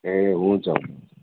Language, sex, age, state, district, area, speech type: Nepali, male, 45-60, West Bengal, Darjeeling, rural, conversation